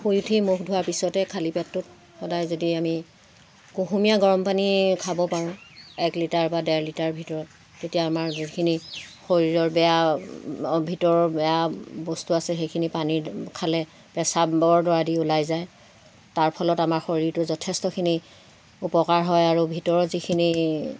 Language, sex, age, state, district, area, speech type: Assamese, female, 60+, Assam, Golaghat, rural, spontaneous